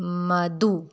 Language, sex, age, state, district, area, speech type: Dogri, female, 18-30, Jammu and Kashmir, Udhampur, rural, spontaneous